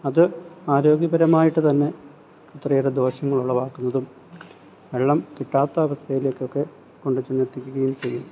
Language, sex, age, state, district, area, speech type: Malayalam, male, 30-45, Kerala, Thiruvananthapuram, rural, spontaneous